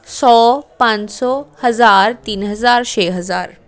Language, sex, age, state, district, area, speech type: Punjabi, female, 18-30, Punjab, Amritsar, rural, spontaneous